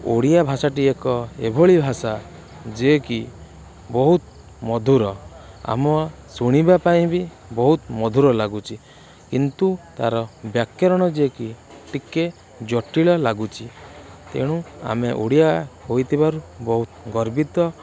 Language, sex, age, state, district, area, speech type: Odia, male, 18-30, Odisha, Kendrapara, urban, spontaneous